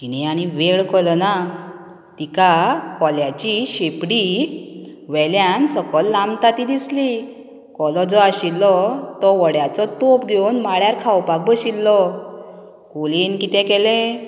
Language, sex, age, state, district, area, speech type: Goan Konkani, female, 30-45, Goa, Canacona, rural, spontaneous